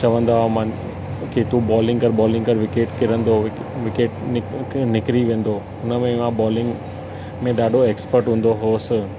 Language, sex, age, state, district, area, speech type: Sindhi, male, 30-45, Gujarat, Surat, urban, spontaneous